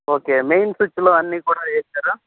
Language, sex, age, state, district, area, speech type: Telugu, male, 30-45, Andhra Pradesh, Anantapur, rural, conversation